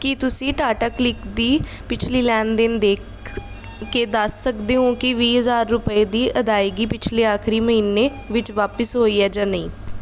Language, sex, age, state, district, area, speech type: Punjabi, female, 18-30, Punjab, Bathinda, urban, read